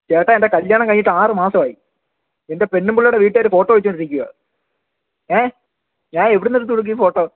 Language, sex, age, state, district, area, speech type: Malayalam, male, 18-30, Kerala, Kollam, rural, conversation